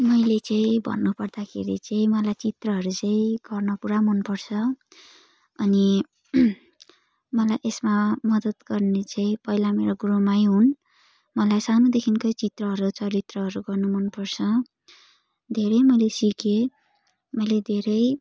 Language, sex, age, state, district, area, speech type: Nepali, female, 18-30, West Bengal, Darjeeling, rural, spontaneous